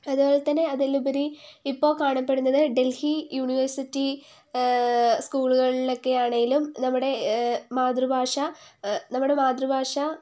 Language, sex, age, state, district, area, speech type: Malayalam, female, 18-30, Kerala, Wayanad, rural, spontaneous